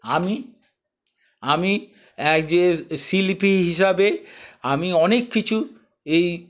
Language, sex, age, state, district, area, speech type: Bengali, male, 60+, West Bengal, Paschim Bardhaman, urban, spontaneous